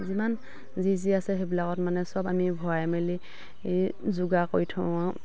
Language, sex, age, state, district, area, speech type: Assamese, female, 45-60, Assam, Dhemaji, urban, spontaneous